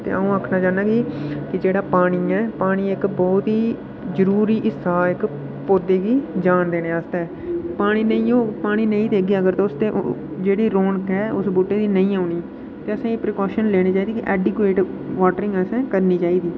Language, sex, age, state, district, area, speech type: Dogri, male, 18-30, Jammu and Kashmir, Udhampur, rural, spontaneous